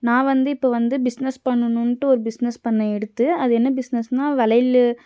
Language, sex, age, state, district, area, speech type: Tamil, female, 30-45, Tamil Nadu, Nilgiris, urban, spontaneous